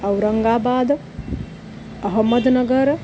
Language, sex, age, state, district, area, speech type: Sanskrit, female, 30-45, Maharashtra, Nagpur, urban, spontaneous